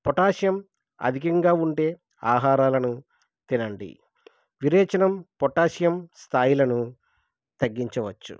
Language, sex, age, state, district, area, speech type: Telugu, male, 30-45, Andhra Pradesh, East Godavari, rural, spontaneous